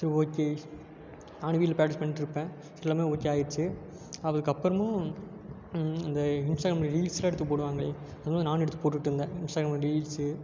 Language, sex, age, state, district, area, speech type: Tamil, male, 18-30, Tamil Nadu, Tiruppur, rural, spontaneous